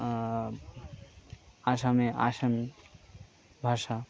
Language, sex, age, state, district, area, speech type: Bengali, male, 18-30, West Bengal, Birbhum, urban, spontaneous